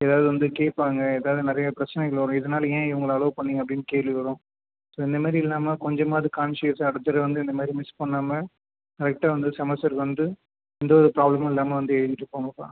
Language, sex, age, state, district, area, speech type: Tamil, male, 18-30, Tamil Nadu, Viluppuram, rural, conversation